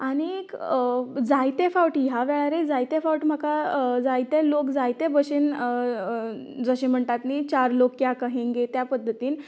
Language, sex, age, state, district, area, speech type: Goan Konkani, female, 18-30, Goa, Canacona, rural, spontaneous